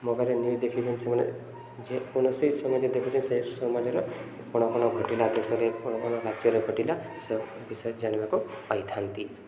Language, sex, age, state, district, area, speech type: Odia, male, 18-30, Odisha, Subarnapur, urban, spontaneous